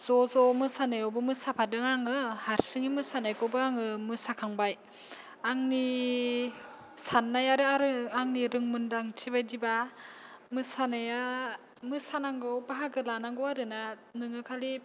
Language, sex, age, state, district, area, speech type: Bodo, female, 18-30, Assam, Kokrajhar, rural, spontaneous